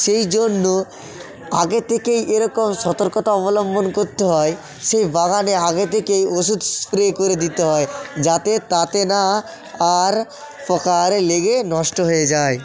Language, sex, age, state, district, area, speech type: Bengali, male, 45-60, West Bengal, South 24 Parganas, rural, spontaneous